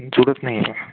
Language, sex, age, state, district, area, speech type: Marathi, male, 18-30, Maharashtra, Amravati, urban, conversation